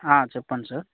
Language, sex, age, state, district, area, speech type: Telugu, male, 18-30, Telangana, Mancherial, rural, conversation